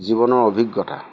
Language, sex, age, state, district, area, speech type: Assamese, male, 60+, Assam, Lakhimpur, rural, spontaneous